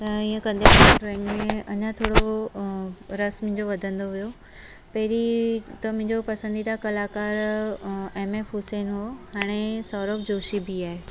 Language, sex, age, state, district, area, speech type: Sindhi, female, 30-45, Gujarat, Surat, urban, spontaneous